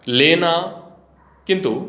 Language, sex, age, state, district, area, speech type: Sanskrit, male, 45-60, West Bengal, Hooghly, rural, spontaneous